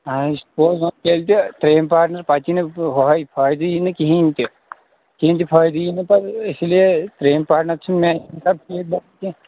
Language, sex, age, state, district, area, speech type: Kashmiri, male, 18-30, Jammu and Kashmir, Shopian, rural, conversation